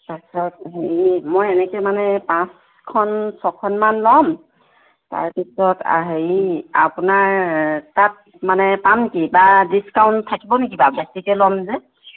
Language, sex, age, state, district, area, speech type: Assamese, female, 30-45, Assam, Tinsukia, urban, conversation